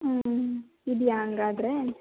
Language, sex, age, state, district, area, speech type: Kannada, female, 18-30, Karnataka, Chitradurga, rural, conversation